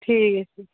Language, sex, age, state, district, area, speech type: Dogri, female, 45-60, Jammu and Kashmir, Reasi, rural, conversation